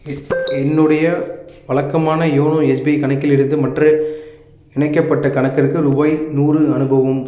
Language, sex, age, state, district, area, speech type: Tamil, male, 18-30, Tamil Nadu, Dharmapuri, rural, read